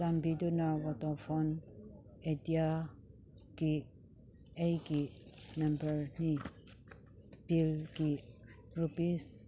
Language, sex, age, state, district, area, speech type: Manipuri, female, 60+, Manipur, Churachandpur, rural, read